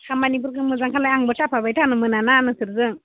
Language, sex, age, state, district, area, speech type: Bodo, female, 30-45, Assam, Udalguri, rural, conversation